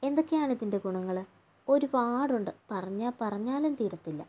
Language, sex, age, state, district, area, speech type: Malayalam, female, 30-45, Kerala, Kannur, rural, spontaneous